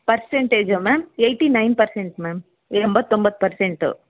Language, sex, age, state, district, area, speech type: Kannada, female, 30-45, Karnataka, Bangalore Urban, urban, conversation